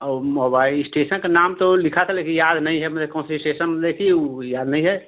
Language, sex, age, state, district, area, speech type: Hindi, male, 60+, Uttar Pradesh, Ghazipur, rural, conversation